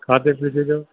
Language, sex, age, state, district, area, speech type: Sindhi, male, 60+, Uttar Pradesh, Lucknow, urban, conversation